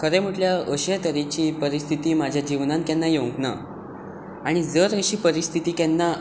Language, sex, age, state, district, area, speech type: Goan Konkani, male, 18-30, Goa, Tiswadi, rural, spontaneous